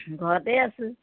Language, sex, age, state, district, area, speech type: Assamese, female, 60+, Assam, Charaideo, urban, conversation